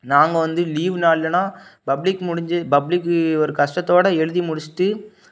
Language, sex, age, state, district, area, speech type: Tamil, male, 18-30, Tamil Nadu, Thoothukudi, urban, spontaneous